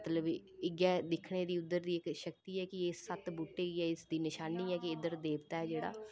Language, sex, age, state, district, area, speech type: Dogri, female, 18-30, Jammu and Kashmir, Udhampur, rural, spontaneous